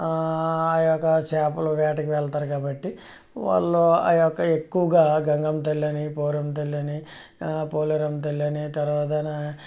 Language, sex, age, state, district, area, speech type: Telugu, male, 45-60, Andhra Pradesh, Kakinada, urban, spontaneous